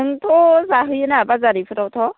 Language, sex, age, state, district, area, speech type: Bodo, female, 18-30, Assam, Baksa, rural, conversation